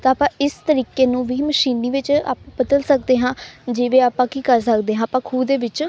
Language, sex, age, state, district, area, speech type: Punjabi, female, 18-30, Punjab, Amritsar, urban, spontaneous